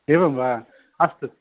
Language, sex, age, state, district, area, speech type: Sanskrit, male, 60+, Andhra Pradesh, Visakhapatnam, urban, conversation